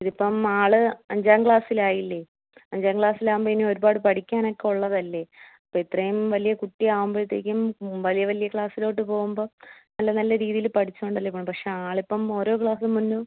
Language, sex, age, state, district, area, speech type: Malayalam, female, 30-45, Kerala, Thiruvananthapuram, rural, conversation